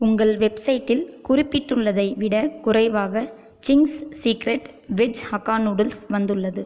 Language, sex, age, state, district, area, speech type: Tamil, female, 18-30, Tamil Nadu, Viluppuram, urban, read